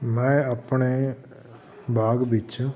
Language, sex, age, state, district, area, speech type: Punjabi, male, 45-60, Punjab, Fatehgarh Sahib, urban, spontaneous